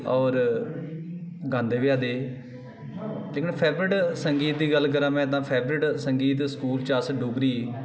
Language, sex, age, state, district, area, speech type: Dogri, male, 30-45, Jammu and Kashmir, Udhampur, rural, spontaneous